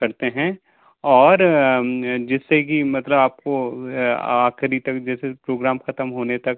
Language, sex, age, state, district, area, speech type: Hindi, male, 30-45, Madhya Pradesh, Bhopal, urban, conversation